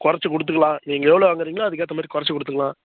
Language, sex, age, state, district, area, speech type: Tamil, male, 18-30, Tamil Nadu, Kallakurichi, urban, conversation